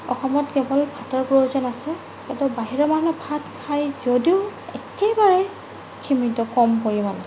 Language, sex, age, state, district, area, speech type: Assamese, female, 18-30, Assam, Morigaon, rural, spontaneous